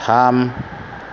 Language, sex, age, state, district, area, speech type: Bodo, male, 45-60, Assam, Chirang, rural, read